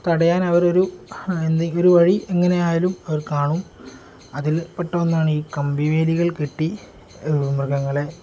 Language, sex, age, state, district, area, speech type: Malayalam, male, 18-30, Kerala, Kozhikode, rural, spontaneous